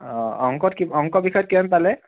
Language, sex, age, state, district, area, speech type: Assamese, male, 30-45, Assam, Sonitpur, rural, conversation